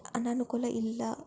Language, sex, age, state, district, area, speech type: Kannada, female, 18-30, Karnataka, Kolar, rural, spontaneous